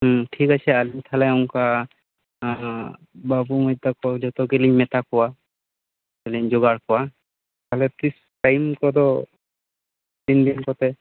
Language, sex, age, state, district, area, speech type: Santali, male, 18-30, West Bengal, Bankura, rural, conversation